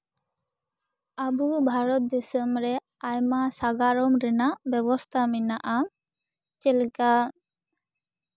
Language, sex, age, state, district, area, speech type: Santali, female, 18-30, West Bengal, Purba Bardhaman, rural, spontaneous